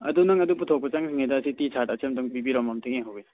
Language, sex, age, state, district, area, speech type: Manipuri, male, 18-30, Manipur, Kangpokpi, urban, conversation